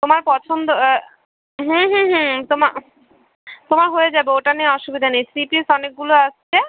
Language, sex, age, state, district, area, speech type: Bengali, female, 30-45, West Bengal, Alipurduar, rural, conversation